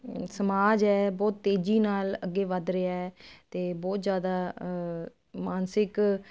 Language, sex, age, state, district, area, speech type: Punjabi, female, 30-45, Punjab, Kapurthala, urban, spontaneous